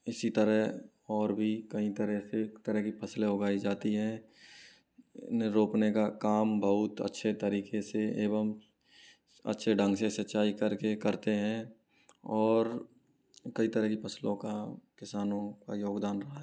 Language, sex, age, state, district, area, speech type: Hindi, male, 30-45, Rajasthan, Karauli, rural, spontaneous